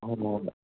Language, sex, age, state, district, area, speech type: Manipuri, male, 18-30, Manipur, Kangpokpi, urban, conversation